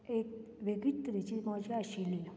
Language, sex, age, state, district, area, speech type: Goan Konkani, female, 45-60, Goa, Canacona, rural, spontaneous